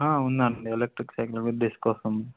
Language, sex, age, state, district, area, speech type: Telugu, male, 18-30, Andhra Pradesh, Anantapur, urban, conversation